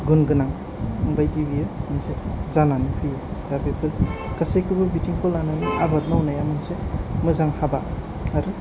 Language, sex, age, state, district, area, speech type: Bodo, male, 30-45, Assam, Chirang, rural, spontaneous